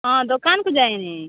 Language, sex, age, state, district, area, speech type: Odia, female, 18-30, Odisha, Nabarangpur, urban, conversation